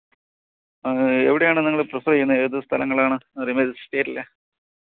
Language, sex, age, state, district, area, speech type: Malayalam, male, 30-45, Kerala, Thiruvananthapuram, rural, conversation